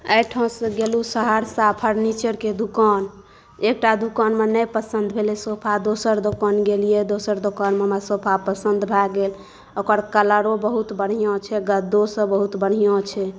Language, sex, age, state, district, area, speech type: Maithili, female, 18-30, Bihar, Saharsa, rural, spontaneous